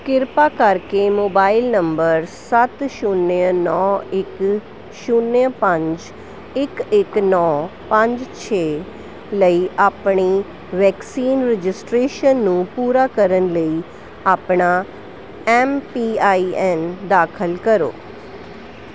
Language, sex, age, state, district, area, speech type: Punjabi, female, 30-45, Punjab, Kapurthala, urban, read